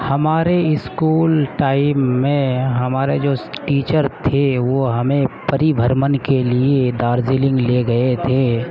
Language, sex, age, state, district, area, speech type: Urdu, male, 30-45, Uttar Pradesh, Gautam Buddha Nagar, urban, spontaneous